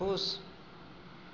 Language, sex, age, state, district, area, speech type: Maithili, male, 45-60, Bihar, Sitamarhi, urban, read